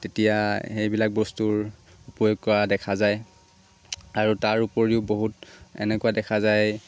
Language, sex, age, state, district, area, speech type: Assamese, male, 18-30, Assam, Lakhimpur, urban, spontaneous